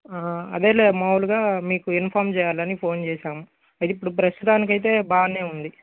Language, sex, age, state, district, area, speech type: Telugu, male, 18-30, Andhra Pradesh, Guntur, urban, conversation